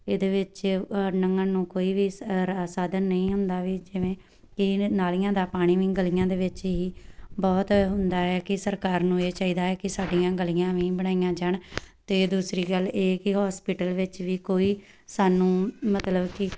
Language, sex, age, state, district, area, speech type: Punjabi, female, 18-30, Punjab, Tarn Taran, rural, spontaneous